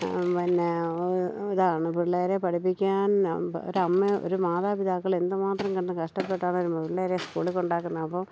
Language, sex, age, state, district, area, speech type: Malayalam, female, 60+, Kerala, Thiruvananthapuram, urban, spontaneous